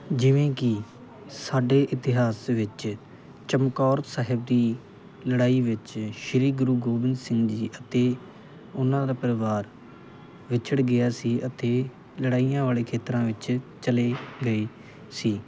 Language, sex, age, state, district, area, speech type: Punjabi, male, 18-30, Punjab, Muktsar, rural, spontaneous